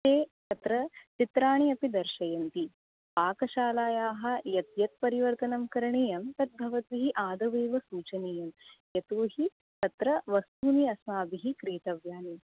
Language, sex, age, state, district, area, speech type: Sanskrit, female, 30-45, Maharashtra, Nagpur, urban, conversation